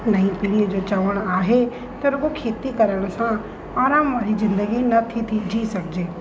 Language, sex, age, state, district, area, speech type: Sindhi, female, 30-45, Rajasthan, Ajmer, rural, spontaneous